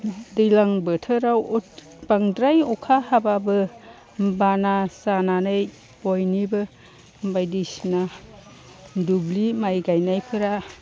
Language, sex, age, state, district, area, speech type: Bodo, female, 60+, Assam, Chirang, rural, spontaneous